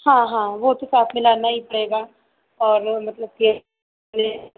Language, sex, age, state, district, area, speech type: Hindi, female, 45-60, Uttar Pradesh, Sitapur, rural, conversation